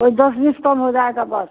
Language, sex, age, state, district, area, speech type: Hindi, female, 60+, Uttar Pradesh, Mau, rural, conversation